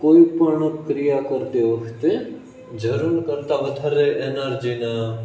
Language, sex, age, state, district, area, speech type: Gujarati, male, 18-30, Gujarat, Rajkot, rural, spontaneous